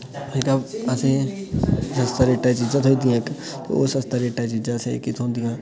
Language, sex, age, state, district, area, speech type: Dogri, male, 18-30, Jammu and Kashmir, Udhampur, urban, spontaneous